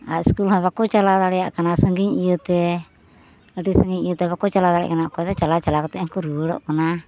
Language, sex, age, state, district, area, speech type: Santali, female, 45-60, West Bengal, Uttar Dinajpur, rural, spontaneous